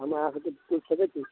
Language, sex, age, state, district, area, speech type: Maithili, male, 18-30, Bihar, Supaul, urban, conversation